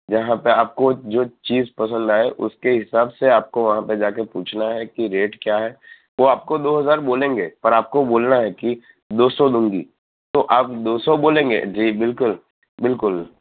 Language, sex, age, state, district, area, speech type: Gujarati, male, 30-45, Gujarat, Narmada, urban, conversation